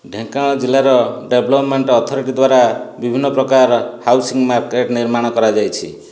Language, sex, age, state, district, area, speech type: Odia, male, 45-60, Odisha, Dhenkanal, rural, spontaneous